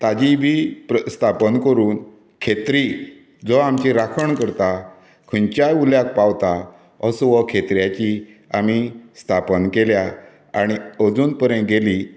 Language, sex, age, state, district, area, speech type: Goan Konkani, male, 60+, Goa, Canacona, rural, spontaneous